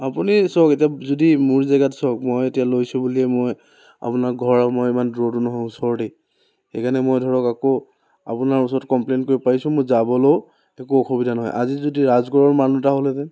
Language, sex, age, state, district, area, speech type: Assamese, male, 18-30, Assam, Charaideo, urban, spontaneous